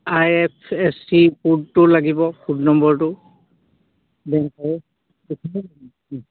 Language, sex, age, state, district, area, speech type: Assamese, male, 45-60, Assam, Dhemaji, rural, conversation